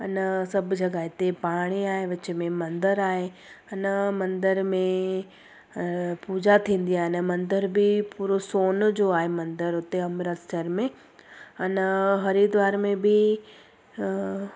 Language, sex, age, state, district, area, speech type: Sindhi, female, 30-45, Gujarat, Surat, urban, spontaneous